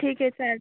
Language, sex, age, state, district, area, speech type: Marathi, female, 18-30, Maharashtra, Washim, rural, conversation